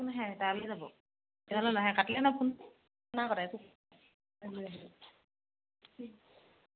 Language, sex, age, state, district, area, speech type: Assamese, female, 60+, Assam, Dibrugarh, rural, conversation